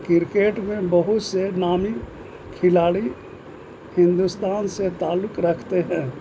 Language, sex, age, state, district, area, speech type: Urdu, male, 60+, Bihar, Gaya, urban, spontaneous